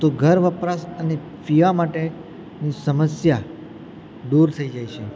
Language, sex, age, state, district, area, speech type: Gujarati, male, 30-45, Gujarat, Valsad, rural, spontaneous